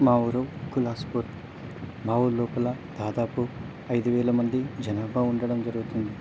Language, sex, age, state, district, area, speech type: Telugu, male, 18-30, Telangana, Medchal, rural, spontaneous